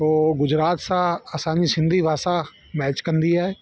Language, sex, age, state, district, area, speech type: Sindhi, male, 30-45, Delhi, South Delhi, urban, spontaneous